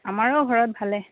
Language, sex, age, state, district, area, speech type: Assamese, female, 18-30, Assam, Goalpara, rural, conversation